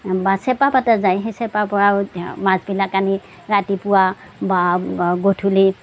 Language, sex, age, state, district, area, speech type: Assamese, female, 60+, Assam, Darrang, rural, spontaneous